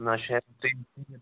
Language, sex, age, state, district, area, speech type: Kashmiri, male, 18-30, Jammu and Kashmir, Kupwara, rural, conversation